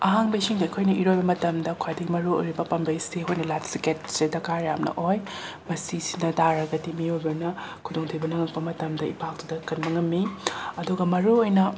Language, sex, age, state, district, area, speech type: Manipuri, female, 45-60, Manipur, Imphal West, rural, spontaneous